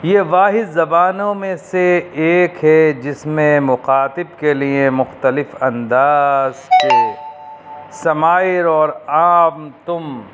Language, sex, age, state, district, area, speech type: Urdu, male, 30-45, Uttar Pradesh, Rampur, urban, spontaneous